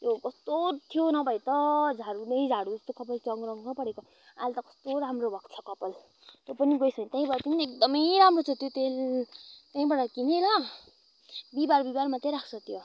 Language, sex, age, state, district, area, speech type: Nepali, female, 18-30, West Bengal, Kalimpong, rural, spontaneous